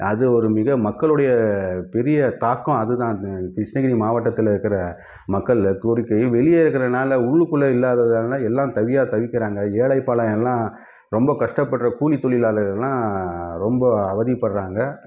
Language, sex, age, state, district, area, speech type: Tamil, male, 30-45, Tamil Nadu, Krishnagiri, urban, spontaneous